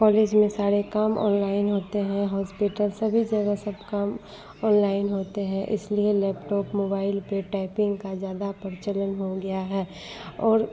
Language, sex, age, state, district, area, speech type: Hindi, female, 18-30, Bihar, Madhepura, rural, spontaneous